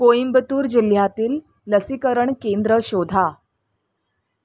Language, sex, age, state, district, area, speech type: Marathi, female, 30-45, Maharashtra, Mumbai Suburban, urban, read